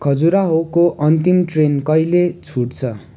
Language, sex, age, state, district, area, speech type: Nepali, male, 18-30, West Bengal, Darjeeling, rural, read